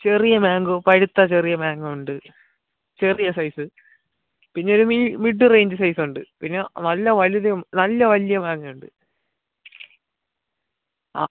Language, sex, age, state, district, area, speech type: Malayalam, male, 18-30, Kerala, Kollam, rural, conversation